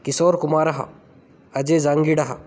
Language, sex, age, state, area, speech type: Sanskrit, male, 18-30, Rajasthan, rural, spontaneous